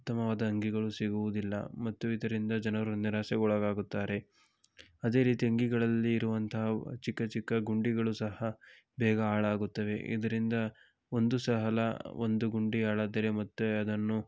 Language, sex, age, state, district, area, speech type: Kannada, male, 18-30, Karnataka, Tumkur, urban, spontaneous